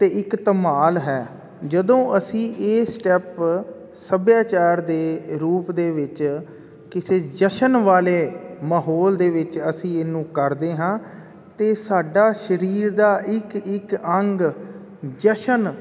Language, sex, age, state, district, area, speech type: Punjabi, male, 45-60, Punjab, Jalandhar, urban, spontaneous